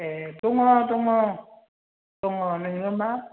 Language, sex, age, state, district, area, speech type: Bodo, female, 60+, Assam, Chirang, rural, conversation